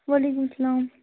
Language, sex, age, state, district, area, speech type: Kashmiri, female, 30-45, Jammu and Kashmir, Baramulla, rural, conversation